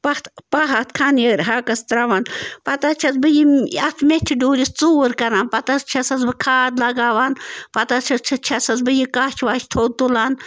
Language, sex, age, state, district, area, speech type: Kashmiri, female, 30-45, Jammu and Kashmir, Bandipora, rural, spontaneous